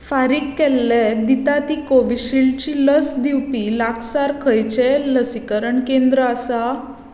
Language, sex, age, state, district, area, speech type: Goan Konkani, female, 18-30, Goa, Tiswadi, rural, read